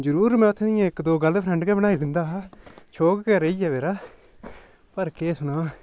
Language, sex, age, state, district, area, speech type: Dogri, male, 30-45, Jammu and Kashmir, Udhampur, rural, spontaneous